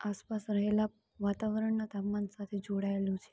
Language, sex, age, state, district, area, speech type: Gujarati, female, 18-30, Gujarat, Rajkot, rural, spontaneous